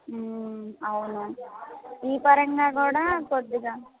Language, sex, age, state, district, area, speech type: Telugu, female, 30-45, Andhra Pradesh, Palnadu, urban, conversation